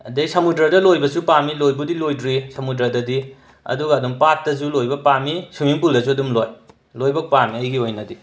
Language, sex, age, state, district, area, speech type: Manipuri, male, 45-60, Manipur, Imphal West, rural, spontaneous